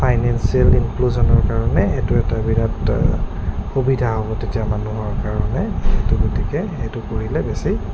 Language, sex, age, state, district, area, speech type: Assamese, male, 30-45, Assam, Goalpara, urban, spontaneous